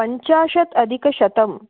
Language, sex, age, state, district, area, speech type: Sanskrit, female, 45-60, Karnataka, Belgaum, urban, conversation